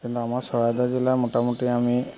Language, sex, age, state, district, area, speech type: Assamese, male, 30-45, Assam, Charaideo, urban, spontaneous